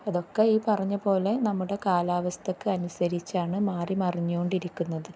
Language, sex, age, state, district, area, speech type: Malayalam, female, 30-45, Kerala, Kozhikode, rural, spontaneous